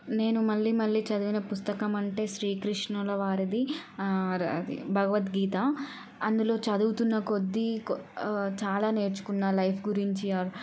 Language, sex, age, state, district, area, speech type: Telugu, female, 18-30, Telangana, Siddipet, urban, spontaneous